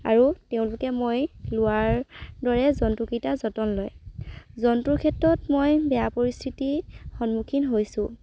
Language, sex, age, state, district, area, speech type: Assamese, female, 18-30, Assam, Dhemaji, rural, spontaneous